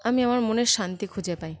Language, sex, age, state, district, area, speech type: Bengali, female, 18-30, West Bengal, Birbhum, urban, spontaneous